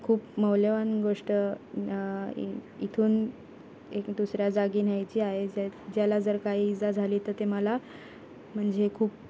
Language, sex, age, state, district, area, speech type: Marathi, female, 18-30, Maharashtra, Ratnagiri, rural, spontaneous